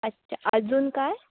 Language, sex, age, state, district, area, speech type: Marathi, female, 18-30, Maharashtra, Sindhudurg, rural, conversation